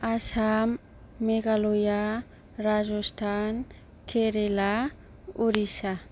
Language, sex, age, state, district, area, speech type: Bodo, female, 18-30, Assam, Kokrajhar, rural, spontaneous